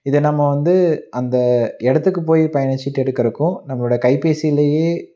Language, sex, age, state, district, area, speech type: Tamil, male, 30-45, Tamil Nadu, Tiruppur, rural, spontaneous